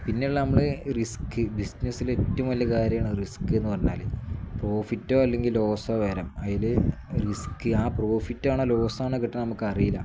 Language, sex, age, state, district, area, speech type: Malayalam, male, 18-30, Kerala, Malappuram, rural, spontaneous